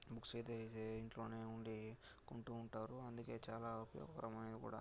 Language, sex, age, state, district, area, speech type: Telugu, male, 18-30, Andhra Pradesh, Sri Balaji, rural, spontaneous